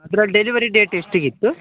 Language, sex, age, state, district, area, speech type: Kannada, male, 18-30, Karnataka, Chitradurga, rural, conversation